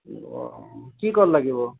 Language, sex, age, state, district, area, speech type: Assamese, male, 60+, Assam, Darrang, rural, conversation